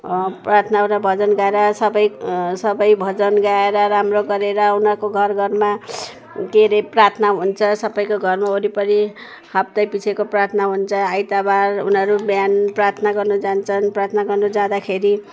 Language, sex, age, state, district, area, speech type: Nepali, female, 45-60, West Bengal, Jalpaiguri, urban, spontaneous